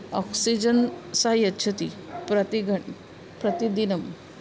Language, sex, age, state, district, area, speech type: Sanskrit, female, 45-60, Maharashtra, Nagpur, urban, spontaneous